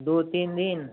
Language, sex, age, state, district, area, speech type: Hindi, male, 18-30, Uttar Pradesh, Ghazipur, rural, conversation